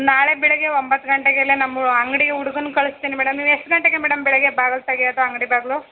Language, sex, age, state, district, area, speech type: Kannada, female, 30-45, Karnataka, Chamarajanagar, rural, conversation